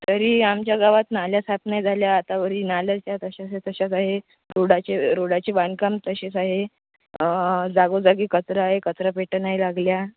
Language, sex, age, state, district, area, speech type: Marathi, male, 18-30, Maharashtra, Wardha, rural, conversation